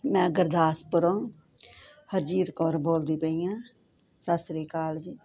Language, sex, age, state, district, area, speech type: Punjabi, female, 45-60, Punjab, Gurdaspur, rural, spontaneous